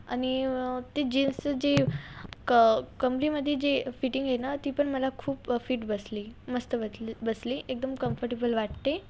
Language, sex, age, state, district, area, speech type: Marathi, female, 18-30, Maharashtra, Washim, rural, spontaneous